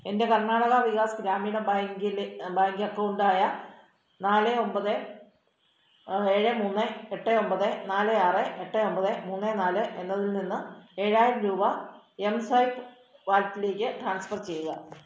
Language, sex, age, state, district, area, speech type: Malayalam, female, 45-60, Kerala, Kottayam, rural, read